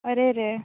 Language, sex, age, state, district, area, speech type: Goan Konkani, female, 18-30, Goa, Bardez, rural, conversation